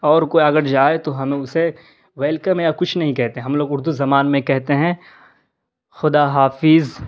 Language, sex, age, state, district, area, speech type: Urdu, male, 30-45, Bihar, Darbhanga, rural, spontaneous